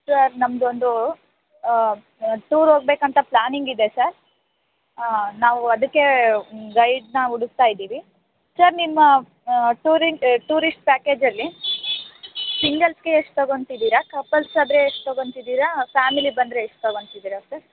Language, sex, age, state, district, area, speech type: Kannada, female, 18-30, Karnataka, Chitradurga, rural, conversation